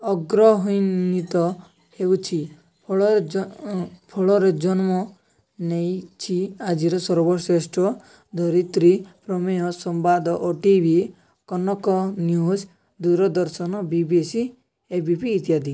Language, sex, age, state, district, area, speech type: Odia, male, 18-30, Odisha, Nabarangpur, urban, spontaneous